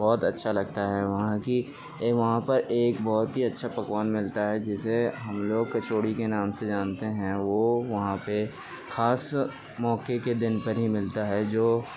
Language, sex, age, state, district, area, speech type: Urdu, male, 18-30, Uttar Pradesh, Gautam Buddha Nagar, rural, spontaneous